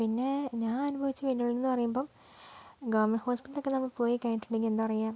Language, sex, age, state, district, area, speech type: Malayalam, female, 30-45, Kerala, Kozhikode, urban, spontaneous